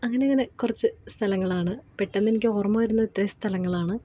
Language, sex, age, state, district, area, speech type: Malayalam, female, 30-45, Kerala, Ernakulam, rural, spontaneous